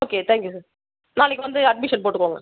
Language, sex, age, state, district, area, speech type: Tamil, female, 30-45, Tamil Nadu, Dharmapuri, rural, conversation